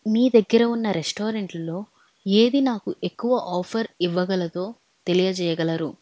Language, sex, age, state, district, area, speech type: Telugu, female, 18-30, Andhra Pradesh, Alluri Sitarama Raju, urban, spontaneous